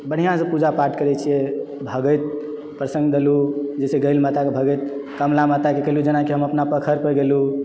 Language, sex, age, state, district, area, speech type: Maithili, male, 30-45, Bihar, Supaul, rural, spontaneous